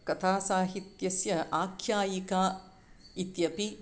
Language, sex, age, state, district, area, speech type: Sanskrit, female, 45-60, Tamil Nadu, Chennai, urban, spontaneous